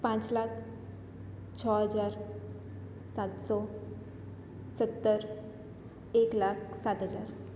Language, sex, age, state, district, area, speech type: Gujarati, female, 18-30, Gujarat, Surat, rural, spontaneous